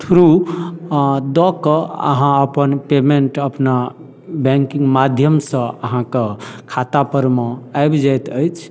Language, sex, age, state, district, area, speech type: Maithili, male, 30-45, Bihar, Darbhanga, rural, spontaneous